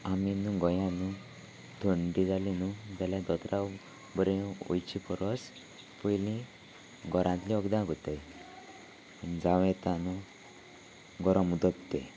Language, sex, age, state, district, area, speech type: Goan Konkani, male, 18-30, Goa, Salcete, rural, spontaneous